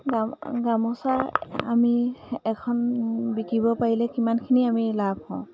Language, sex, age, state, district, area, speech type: Assamese, female, 30-45, Assam, Majuli, urban, spontaneous